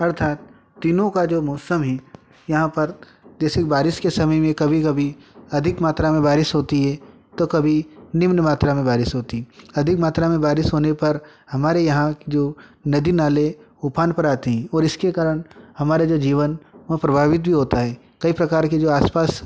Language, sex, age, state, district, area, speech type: Hindi, male, 18-30, Madhya Pradesh, Ujjain, rural, spontaneous